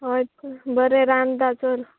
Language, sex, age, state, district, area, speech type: Goan Konkani, female, 18-30, Goa, Murmgao, urban, conversation